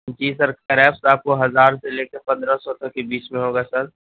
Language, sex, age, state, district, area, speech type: Urdu, male, 30-45, Uttar Pradesh, Gautam Buddha Nagar, urban, conversation